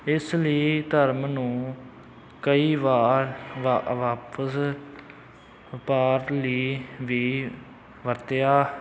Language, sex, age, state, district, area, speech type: Punjabi, male, 18-30, Punjab, Amritsar, rural, spontaneous